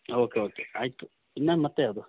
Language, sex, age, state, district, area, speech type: Kannada, male, 45-60, Karnataka, Chitradurga, rural, conversation